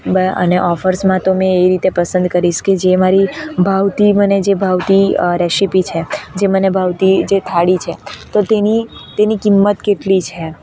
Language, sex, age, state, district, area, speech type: Gujarati, female, 18-30, Gujarat, Narmada, urban, spontaneous